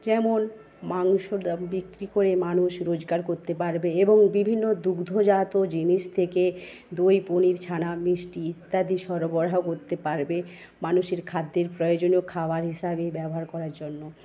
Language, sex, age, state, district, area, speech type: Bengali, female, 30-45, West Bengal, Paschim Medinipur, rural, spontaneous